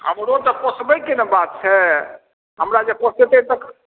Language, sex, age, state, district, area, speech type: Maithili, male, 45-60, Bihar, Supaul, rural, conversation